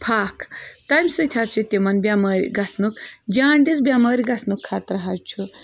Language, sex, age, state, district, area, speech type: Kashmiri, female, 18-30, Jammu and Kashmir, Ganderbal, rural, spontaneous